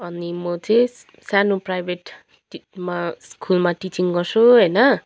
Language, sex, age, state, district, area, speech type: Nepali, female, 30-45, West Bengal, Kalimpong, rural, spontaneous